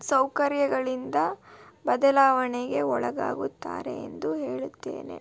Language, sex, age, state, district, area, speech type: Kannada, female, 18-30, Karnataka, Tumkur, urban, spontaneous